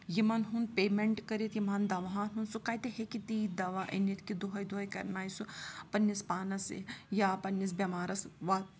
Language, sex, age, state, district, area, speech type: Kashmiri, female, 30-45, Jammu and Kashmir, Srinagar, rural, spontaneous